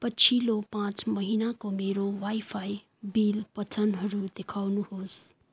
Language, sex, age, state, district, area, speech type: Nepali, female, 30-45, West Bengal, Kalimpong, rural, read